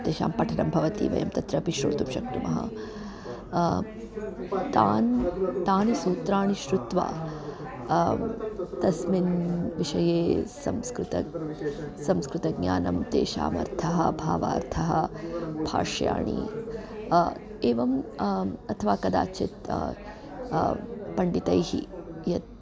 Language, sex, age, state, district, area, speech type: Sanskrit, female, 30-45, Andhra Pradesh, Guntur, urban, spontaneous